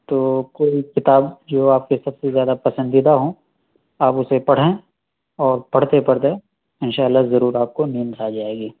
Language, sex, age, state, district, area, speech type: Urdu, male, 30-45, Bihar, Araria, urban, conversation